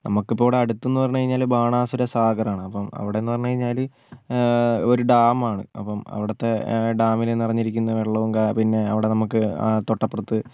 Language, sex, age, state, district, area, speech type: Malayalam, male, 18-30, Kerala, Wayanad, rural, spontaneous